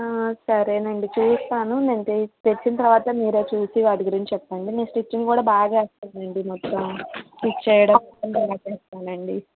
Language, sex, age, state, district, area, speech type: Telugu, female, 18-30, Andhra Pradesh, Srikakulam, urban, conversation